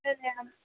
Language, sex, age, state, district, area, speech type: Telugu, female, 45-60, Andhra Pradesh, Srikakulam, rural, conversation